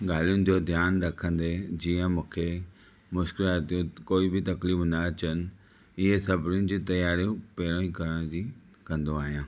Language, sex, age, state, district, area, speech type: Sindhi, male, 30-45, Maharashtra, Thane, urban, spontaneous